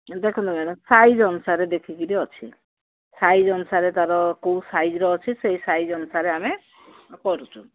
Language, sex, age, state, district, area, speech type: Odia, female, 60+, Odisha, Gajapati, rural, conversation